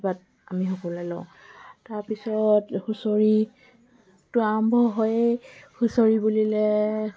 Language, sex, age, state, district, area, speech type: Assamese, female, 45-60, Assam, Dibrugarh, rural, spontaneous